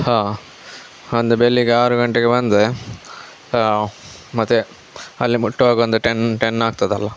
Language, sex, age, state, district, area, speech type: Kannada, male, 18-30, Karnataka, Chitradurga, rural, spontaneous